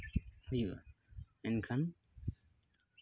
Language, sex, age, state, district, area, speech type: Santali, male, 30-45, West Bengal, Purulia, rural, spontaneous